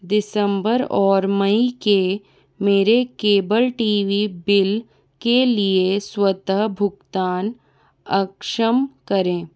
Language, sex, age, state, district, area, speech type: Hindi, female, 45-60, Rajasthan, Jaipur, urban, read